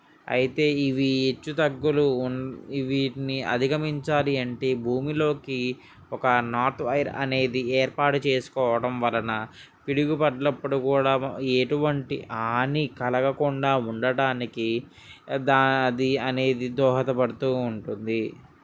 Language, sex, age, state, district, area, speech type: Telugu, male, 18-30, Andhra Pradesh, Srikakulam, urban, spontaneous